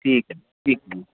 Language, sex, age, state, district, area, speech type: Punjabi, male, 45-60, Punjab, Pathankot, rural, conversation